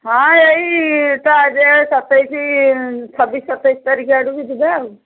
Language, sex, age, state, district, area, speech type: Odia, female, 45-60, Odisha, Angul, rural, conversation